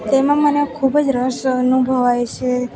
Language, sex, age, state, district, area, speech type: Gujarati, female, 18-30, Gujarat, Valsad, rural, spontaneous